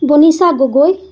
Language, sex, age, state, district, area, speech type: Assamese, female, 30-45, Assam, Dibrugarh, rural, spontaneous